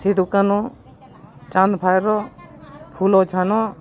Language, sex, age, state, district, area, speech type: Santali, male, 45-60, Jharkhand, East Singhbhum, rural, spontaneous